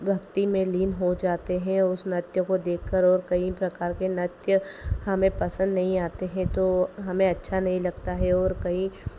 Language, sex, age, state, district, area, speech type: Hindi, female, 30-45, Madhya Pradesh, Ujjain, urban, spontaneous